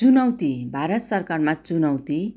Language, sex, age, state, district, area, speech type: Nepali, female, 45-60, West Bengal, Darjeeling, rural, spontaneous